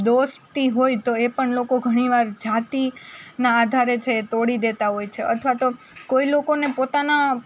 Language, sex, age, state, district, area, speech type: Gujarati, female, 18-30, Gujarat, Rajkot, rural, spontaneous